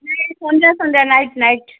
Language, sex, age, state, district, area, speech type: Odia, female, 30-45, Odisha, Koraput, urban, conversation